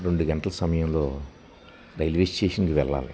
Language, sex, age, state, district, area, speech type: Telugu, male, 60+, Andhra Pradesh, Anakapalli, urban, spontaneous